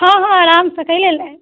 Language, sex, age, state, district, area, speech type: Maithili, female, 18-30, Bihar, Muzaffarpur, urban, conversation